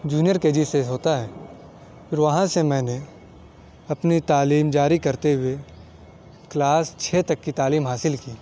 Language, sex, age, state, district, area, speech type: Urdu, male, 18-30, Delhi, South Delhi, urban, spontaneous